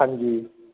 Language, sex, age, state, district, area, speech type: Punjabi, male, 18-30, Punjab, Fazilka, rural, conversation